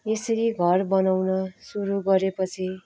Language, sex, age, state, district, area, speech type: Nepali, female, 45-60, West Bengal, Darjeeling, rural, spontaneous